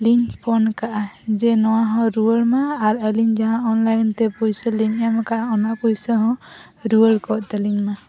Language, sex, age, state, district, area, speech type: Santali, female, 18-30, Jharkhand, East Singhbhum, rural, spontaneous